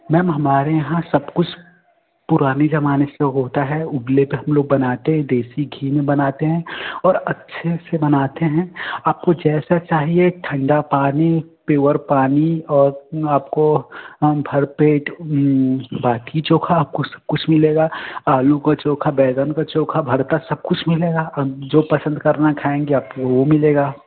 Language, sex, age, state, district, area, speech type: Hindi, male, 18-30, Uttar Pradesh, Ghazipur, rural, conversation